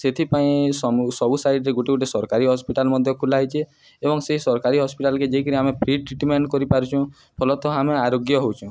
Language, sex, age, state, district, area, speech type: Odia, male, 18-30, Odisha, Nuapada, urban, spontaneous